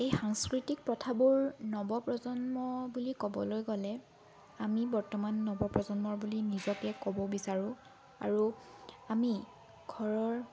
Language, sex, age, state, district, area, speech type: Assamese, female, 18-30, Assam, Sonitpur, rural, spontaneous